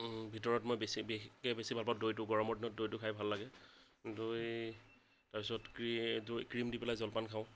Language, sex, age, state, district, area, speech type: Assamese, male, 30-45, Assam, Darrang, rural, spontaneous